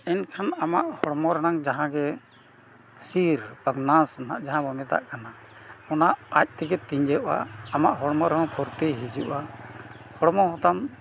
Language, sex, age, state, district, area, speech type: Santali, male, 60+, Odisha, Mayurbhanj, rural, spontaneous